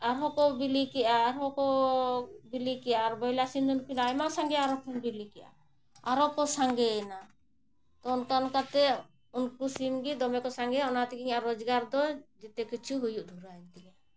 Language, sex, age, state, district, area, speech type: Santali, female, 45-60, Jharkhand, Bokaro, rural, spontaneous